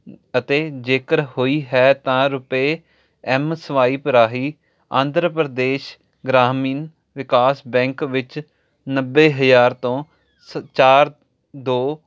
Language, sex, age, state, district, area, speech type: Punjabi, male, 18-30, Punjab, Jalandhar, urban, read